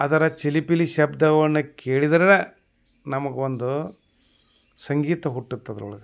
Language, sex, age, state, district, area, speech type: Kannada, male, 60+, Karnataka, Bagalkot, rural, spontaneous